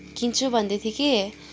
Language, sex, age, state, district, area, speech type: Nepali, female, 18-30, West Bengal, Kalimpong, rural, spontaneous